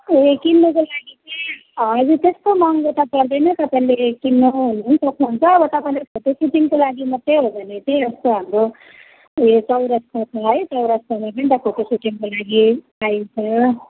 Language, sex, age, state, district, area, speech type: Nepali, female, 30-45, West Bengal, Darjeeling, rural, conversation